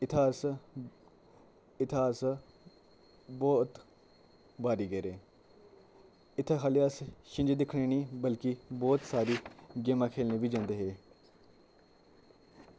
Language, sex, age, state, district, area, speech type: Dogri, male, 18-30, Jammu and Kashmir, Kathua, rural, spontaneous